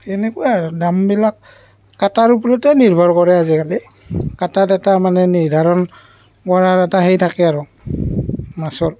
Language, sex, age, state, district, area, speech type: Assamese, male, 30-45, Assam, Barpeta, rural, spontaneous